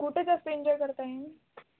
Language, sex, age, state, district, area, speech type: Marathi, female, 18-30, Maharashtra, Wardha, rural, conversation